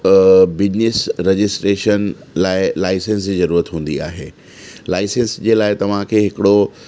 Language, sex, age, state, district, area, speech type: Sindhi, male, 30-45, Delhi, South Delhi, urban, spontaneous